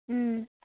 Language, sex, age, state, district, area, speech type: Kannada, female, 45-60, Karnataka, Tumkur, rural, conversation